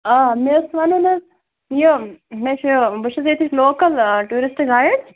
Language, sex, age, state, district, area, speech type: Kashmiri, female, 18-30, Jammu and Kashmir, Bandipora, rural, conversation